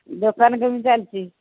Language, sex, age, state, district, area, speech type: Odia, female, 60+, Odisha, Jharsuguda, rural, conversation